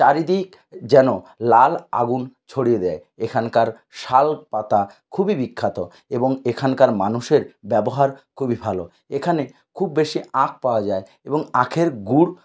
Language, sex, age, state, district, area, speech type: Bengali, male, 60+, West Bengal, Purulia, rural, spontaneous